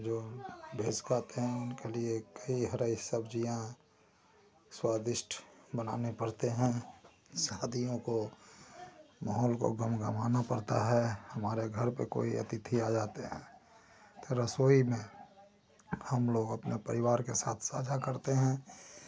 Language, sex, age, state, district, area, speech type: Hindi, male, 45-60, Bihar, Samastipur, rural, spontaneous